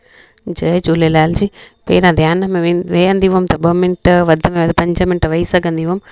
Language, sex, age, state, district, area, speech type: Sindhi, female, 30-45, Gujarat, Junagadh, rural, spontaneous